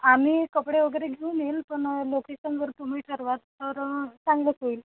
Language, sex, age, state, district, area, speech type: Marathi, female, 18-30, Maharashtra, Thane, rural, conversation